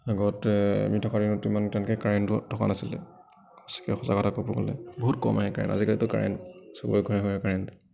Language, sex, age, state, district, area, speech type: Assamese, male, 18-30, Assam, Kamrup Metropolitan, urban, spontaneous